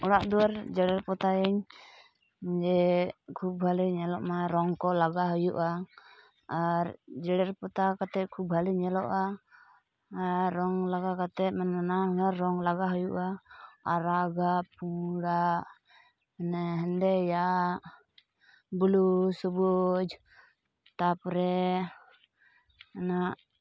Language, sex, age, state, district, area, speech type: Santali, female, 18-30, West Bengal, Purulia, rural, spontaneous